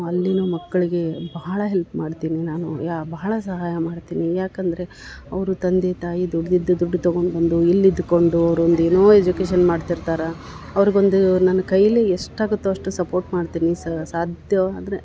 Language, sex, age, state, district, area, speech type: Kannada, female, 60+, Karnataka, Dharwad, rural, spontaneous